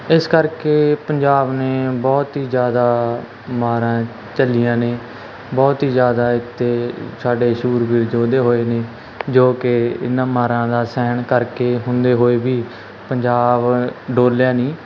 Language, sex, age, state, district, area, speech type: Punjabi, male, 18-30, Punjab, Mansa, urban, spontaneous